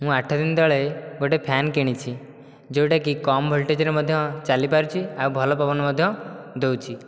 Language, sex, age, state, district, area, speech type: Odia, male, 18-30, Odisha, Dhenkanal, rural, spontaneous